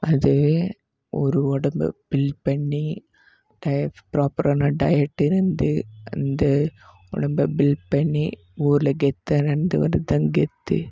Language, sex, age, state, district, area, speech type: Tamil, male, 18-30, Tamil Nadu, Namakkal, rural, spontaneous